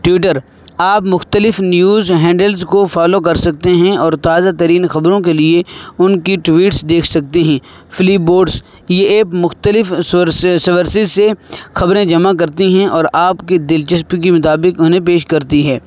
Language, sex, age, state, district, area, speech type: Urdu, male, 18-30, Uttar Pradesh, Saharanpur, urban, spontaneous